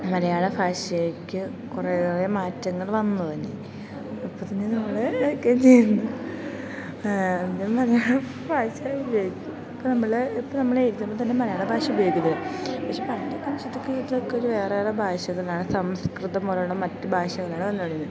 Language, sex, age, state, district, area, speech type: Malayalam, female, 18-30, Kerala, Idukki, rural, spontaneous